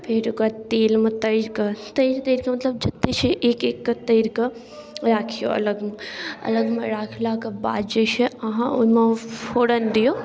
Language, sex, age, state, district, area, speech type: Maithili, female, 18-30, Bihar, Darbhanga, rural, spontaneous